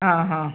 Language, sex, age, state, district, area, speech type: Malayalam, female, 45-60, Kerala, Kottayam, rural, conversation